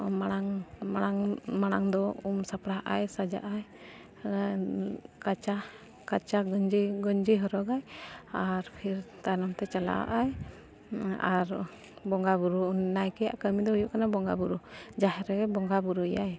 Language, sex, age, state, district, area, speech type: Santali, female, 18-30, Jharkhand, Bokaro, rural, spontaneous